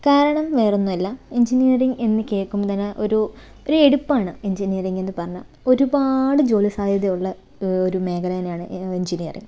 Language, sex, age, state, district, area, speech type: Malayalam, female, 18-30, Kerala, Thiruvananthapuram, rural, spontaneous